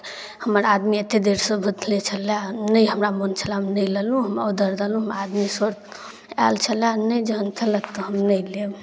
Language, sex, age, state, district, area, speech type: Maithili, female, 18-30, Bihar, Darbhanga, rural, spontaneous